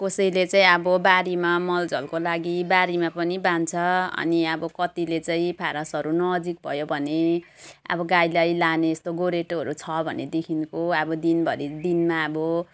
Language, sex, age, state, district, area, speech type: Nepali, female, 45-60, West Bengal, Jalpaiguri, urban, spontaneous